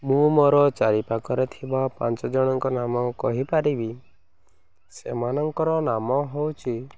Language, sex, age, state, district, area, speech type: Odia, male, 45-60, Odisha, Koraput, urban, spontaneous